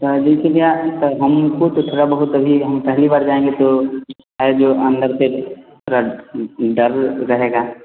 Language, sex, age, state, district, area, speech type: Hindi, male, 18-30, Bihar, Vaishali, rural, conversation